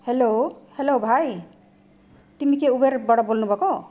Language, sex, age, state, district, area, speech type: Nepali, female, 60+, Assam, Sonitpur, rural, spontaneous